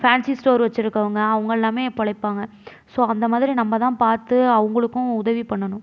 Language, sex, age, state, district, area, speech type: Tamil, female, 30-45, Tamil Nadu, Mayiladuthurai, urban, spontaneous